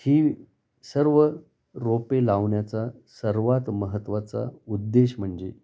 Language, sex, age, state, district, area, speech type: Marathi, male, 45-60, Maharashtra, Nashik, urban, spontaneous